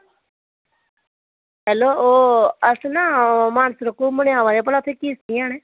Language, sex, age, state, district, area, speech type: Dogri, female, 30-45, Jammu and Kashmir, Samba, rural, conversation